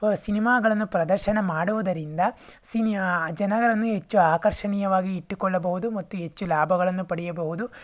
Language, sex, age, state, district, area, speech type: Kannada, male, 18-30, Karnataka, Tumkur, rural, spontaneous